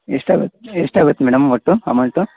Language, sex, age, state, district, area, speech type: Kannada, male, 18-30, Karnataka, Chitradurga, rural, conversation